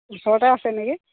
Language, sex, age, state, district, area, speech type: Assamese, female, 45-60, Assam, Sivasagar, rural, conversation